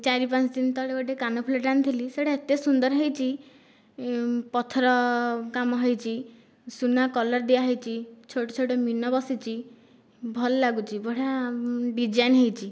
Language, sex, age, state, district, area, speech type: Odia, female, 18-30, Odisha, Nayagarh, rural, spontaneous